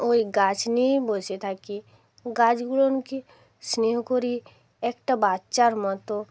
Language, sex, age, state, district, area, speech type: Bengali, female, 45-60, West Bengal, North 24 Parganas, rural, spontaneous